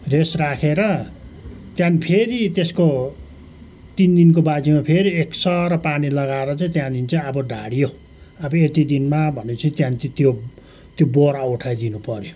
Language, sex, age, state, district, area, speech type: Nepali, male, 60+, West Bengal, Kalimpong, rural, spontaneous